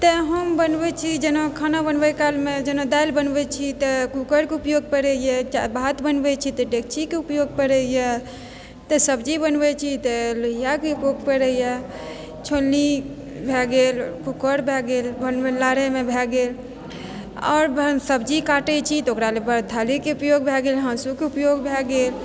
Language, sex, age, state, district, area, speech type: Maithili, female, 30-45, Bihar, Purnia, rural, spontaneous